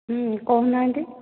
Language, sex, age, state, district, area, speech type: Odia, female, 60+, Odisha, Dhenkanal, rural, conversation